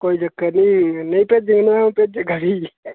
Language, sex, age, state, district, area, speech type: Dogri, male, 18-30, Jammu and Kashmir, Udhampur, rural, conversation